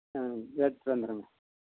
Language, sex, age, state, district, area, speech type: Tamil, male, 45-60, Tamil Nadu, Nilgiris, rural, conversation